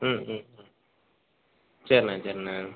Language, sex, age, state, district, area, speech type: Tamil, male, 30-45, Tamil Nadu, Pudukkottai, rural, conversation